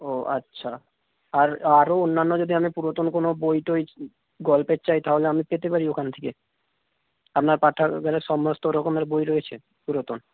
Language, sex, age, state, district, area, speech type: Bengali, male, 18-30, West Bengal, North 24 Parganas, rural, conversation